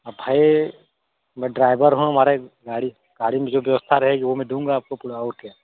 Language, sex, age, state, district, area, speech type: Hindi, male, 45-60, Uttar Pradesh, Mirzapur, rural, conversation